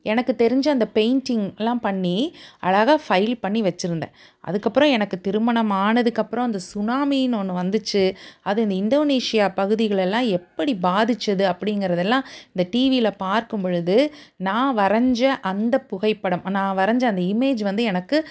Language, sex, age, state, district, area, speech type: Tamil, female, 45-60, Tamil Nadu, Tiruppur, urban, spontaneous